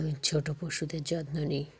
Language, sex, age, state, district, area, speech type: Bengali, female, 45-60, West Bengal, Dakshin Dinajpur, urban, spontaneous